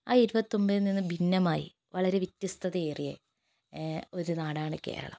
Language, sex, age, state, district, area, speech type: Malayalam, female, 60+, Kerala, Wayanad, rural, spontaneous